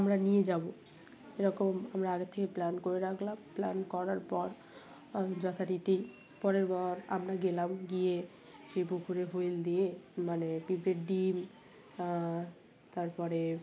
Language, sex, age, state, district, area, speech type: Bengali, female, 18-30, West Bengal, Birbhum, urban, spontaneous